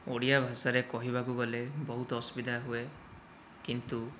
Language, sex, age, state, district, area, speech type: Odia, male, 45-60, Odisha, Kandhamal, rural, spontaneous